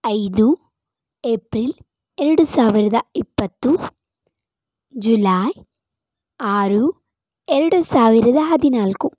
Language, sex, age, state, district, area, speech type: Kannada, female, 18-30, Karnataka, Shimoga, rural, spontaneous